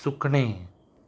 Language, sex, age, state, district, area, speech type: Goan Konkani, male, 18-30, Goa, Ponda, rural, read